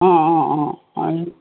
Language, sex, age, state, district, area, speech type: Assamese, female, 60+, Assam, Golaghat, urban, conversation